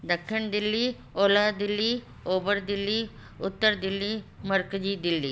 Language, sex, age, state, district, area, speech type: Sindhi, female, 60+, Delhi, South Delhi, urban, spontaneous